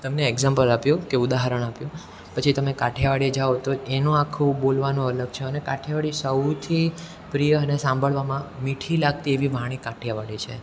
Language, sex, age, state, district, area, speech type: Gujarati, male, 18-30, Gujarat, Surat, urban, spontaneous